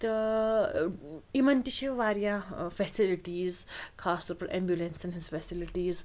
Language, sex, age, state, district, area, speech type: Kashmiri, female, 30-45, Jammu and Kashmir, Srinagar, urban, spontaneous